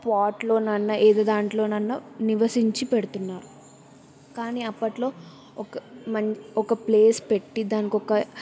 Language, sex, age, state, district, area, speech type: Telugu, female, 18-30, Telangana, Yadadri Bhuvanagiri, urban, spontaneous